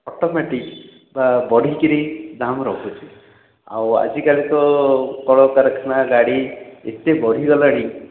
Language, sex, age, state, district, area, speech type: Odia, male, 60+, Odisha, Khordha, rural, conversation